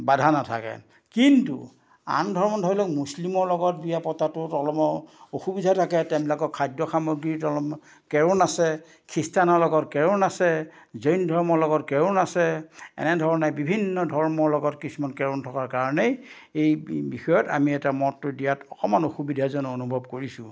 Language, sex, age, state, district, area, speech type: Assamese, male, 60+, Assam, Majuli, urban, spontaneous